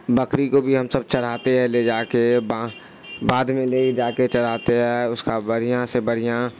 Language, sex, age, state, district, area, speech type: Urdu, male, 18-30, Bihar, Supaul, rural, spontaneous